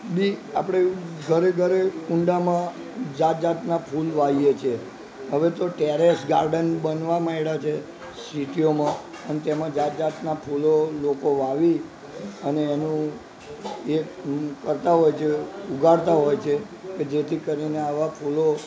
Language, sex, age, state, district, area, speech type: Gujarati, male, 60+, Gujarat, Narmada, urban, spontaneous